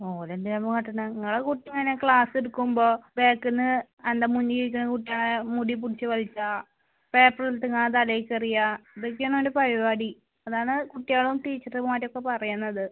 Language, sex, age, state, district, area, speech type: Malayalam, female, 18-30, Kerala, Malappuram, rural, conversation